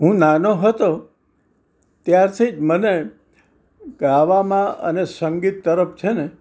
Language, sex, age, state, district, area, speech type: Gujarati, male, 60+, Gujarat, Kheda, rural, spontaneous